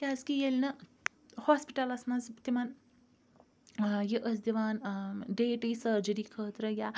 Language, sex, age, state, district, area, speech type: Kashmiri, female, 30-45, Jammu and Kashmir, Ganderbal, rural, spontaneous